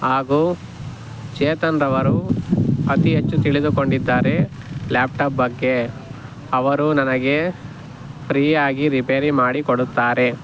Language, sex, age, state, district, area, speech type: Kannada, male, 18-30, Karnataka, Tumkur, rural, spontaneous